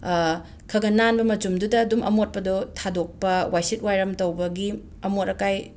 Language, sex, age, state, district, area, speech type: Manipuri, female, 30-45, Manipur, Imphal West, urban, spontaneous